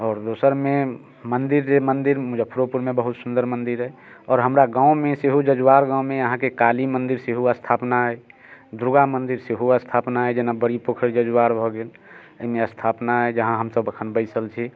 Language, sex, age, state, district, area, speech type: Maithili, male, 45-60, Bihar, Muzaffarpur, rural, spontaneous